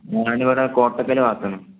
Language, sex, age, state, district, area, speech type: Malayalam, male, 30-45, Kerala, Malappuram, rural, conversation